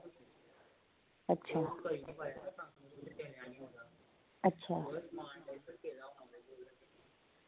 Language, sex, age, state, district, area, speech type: Dogri, female, 30-45, Jammu and Kashmir, Reasi, rural, conversation